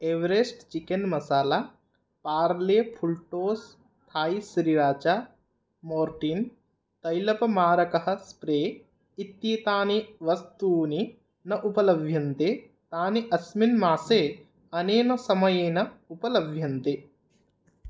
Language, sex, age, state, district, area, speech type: Sanskrit, male, 18-30, Odisha, Puri, rural, read